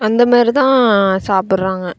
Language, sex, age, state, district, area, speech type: Tamil, female, 18-30, Tamil Nadu, Thoothukudi, urban, spontaneous